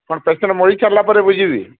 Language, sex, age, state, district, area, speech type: Odia, male, 30-45, Odisha, Sambalpur, rural, conversation